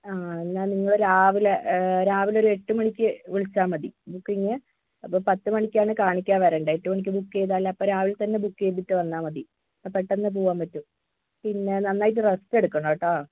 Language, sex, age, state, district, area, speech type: Malayalam, female, 30-45, Kerala, Wayanad, rural, conversation